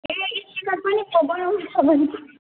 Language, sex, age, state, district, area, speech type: Nepali, female, 18-30, West Bengal, Alipurduar, urban, conversation